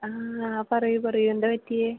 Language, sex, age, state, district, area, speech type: Malayalam, female, 18-30, Kerala, Palakkad, rural, conversation